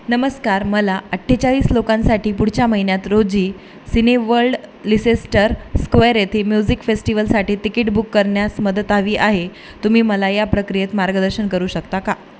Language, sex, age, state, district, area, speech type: Marathi, female, 18-30, Maharashtra, Jalna, urban, read